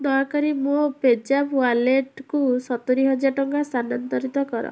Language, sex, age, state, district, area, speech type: Odia, female, 18-30, Odisha, Bhadrak, rural, read